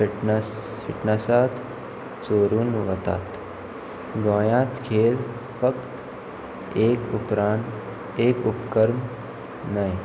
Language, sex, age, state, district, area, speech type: Goan Konkani, male, 18-30, Goa, Murmgao, urban, spontaneous